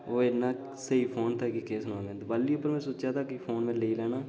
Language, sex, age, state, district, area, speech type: Dogri, male, 18-30, Jammu and Kashmir, Udhampur, rural, spontaneous